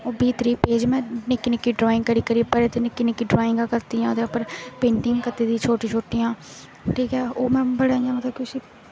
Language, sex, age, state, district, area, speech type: Dogri, female, 18-30, Jammu and Kashmir, Jammu, rural, spontaneous